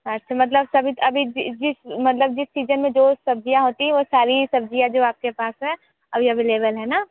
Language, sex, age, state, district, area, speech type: Hindi, female, 18-30, Uttar Pradesh, Sonbhadra, rural, conversation